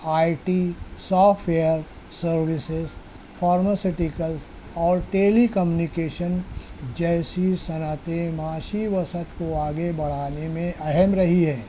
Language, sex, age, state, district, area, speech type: Urdu, male, 60+, Maharashtra, Nashik, urban, spontaneous